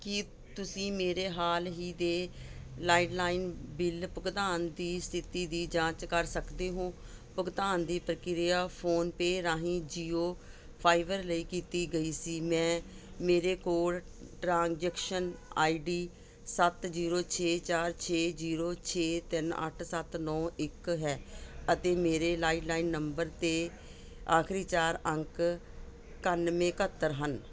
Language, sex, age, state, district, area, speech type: Punjabi, female, 45-60, Punjab, Ludhiana, urban, read